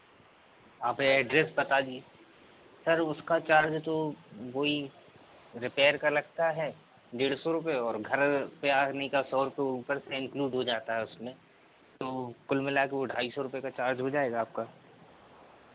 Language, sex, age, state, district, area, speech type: Hindi, male, 18-30, Madhya Pradesh, Narsinghpur, rural, conversation